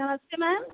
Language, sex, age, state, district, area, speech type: Hindi, female, 60+, Uttar Pradesh, Azamgarh, urban, conversation